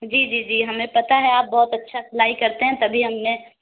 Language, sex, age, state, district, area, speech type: Urdu, female, 18-30, Uttar Pradesh, Lucknow, urban, conversation